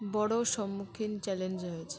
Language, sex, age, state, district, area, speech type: Bengali, female, 18-30, West Bengal, Birbhum, urban, spontaneous